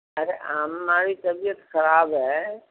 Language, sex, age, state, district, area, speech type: Urdu, male, 60+, Bihar, Madhubani, rural, conversation